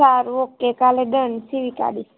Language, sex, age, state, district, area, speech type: Gujarati, female, 18-30, Gujarat, Ahmedabad, urban, conversation